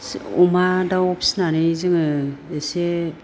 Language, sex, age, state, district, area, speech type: Bodo, female, 60+, Assam, Chirang, rural, spontaneous